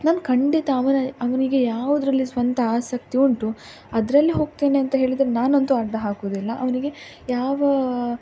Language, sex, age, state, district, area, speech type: Kannada, female, 18-30, Karnataka, Dakshina Kannada, rural, spontaneous